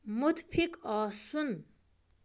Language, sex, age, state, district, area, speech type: Kashmiri, female, 30-45, Jammu and Kashmir, Budgam, rural, read